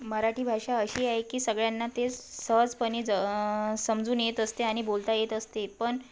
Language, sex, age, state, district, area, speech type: Marathi, female, 30-45, Maharashtra, Wardha, rural, spontaneous